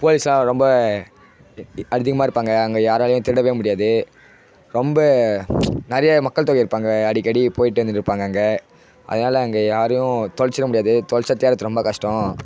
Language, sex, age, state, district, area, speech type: Tamil, male, 18-30, Tamil Nadu, Tiruvannamalai, urban, spontaneous